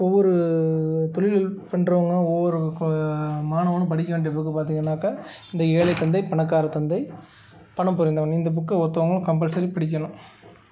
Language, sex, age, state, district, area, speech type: Tamil, male, 30-45, Tamil Nadu, Tiruchirappalli, rural, spontaneous